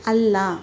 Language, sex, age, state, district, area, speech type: Kannada, female, 18-30, Karnataka, Kolar, rural, read